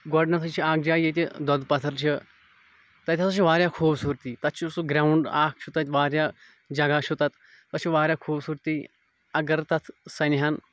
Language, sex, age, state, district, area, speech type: Kashmiri, male, 18-30, Jammu and Kashmir, Kulgam, rural, spontaneous